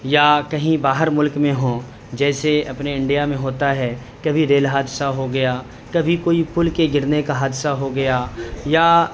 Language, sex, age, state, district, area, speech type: Urdu, male, 30-45, Bihar, Saharsa, urban, spontaneous